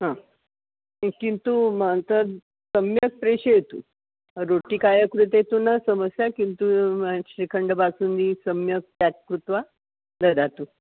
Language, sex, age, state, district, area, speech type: Sanskrit, female, 60+, Maharashtra, Nagpur, urban, conversation